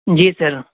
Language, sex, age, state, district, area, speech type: Urdu, male, 18-30, Uttar Pradesh, Saharanpur, urban, conversation